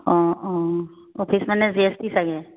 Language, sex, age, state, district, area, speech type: Assamese, female, 30-45, Assam, Lakhimpur, rural, conversation